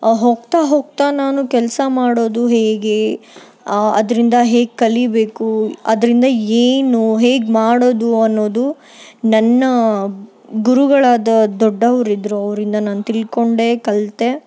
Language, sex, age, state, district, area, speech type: Kannada, female, 18-30, Karnataka, Bangalore Urban, urban, spontaneous